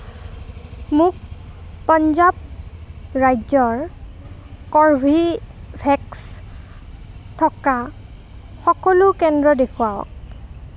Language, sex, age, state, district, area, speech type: Assamese, female, 30-45, Assam, Nagaon, rural, read